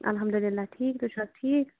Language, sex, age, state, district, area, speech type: Kashmiri, female, 18-30, Jammu and Kashmir, Shopian, urban, conversation